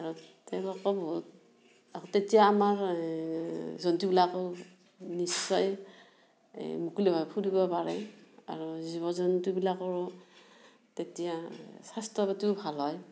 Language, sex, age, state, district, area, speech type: Assamese, female, 60+, Assam, Darrang, rural, spontaneous